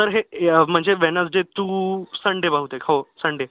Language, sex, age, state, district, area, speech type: Marathi, male, 30-45, Maharashtra, Yavatmal, urban, conversation